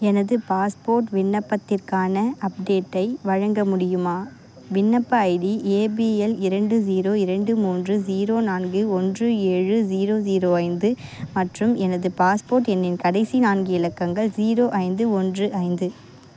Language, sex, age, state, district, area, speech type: Tamil, female, 18-30, Tamil Nadu, Vellore, urban, read